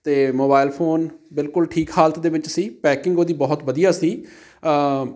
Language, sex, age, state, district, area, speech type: Punjabi, male, 30-45, Punjab, Amritsar, rural, spontaneous